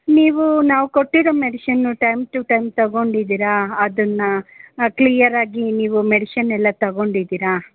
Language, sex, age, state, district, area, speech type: Kannada, female, 45-60, Karnataka, Kolar, urban, conversation